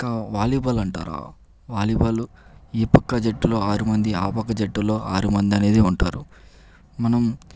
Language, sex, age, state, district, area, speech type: Telugu, male, 18-30, Andhra Pradesh, Chittoor, urban, spontaneous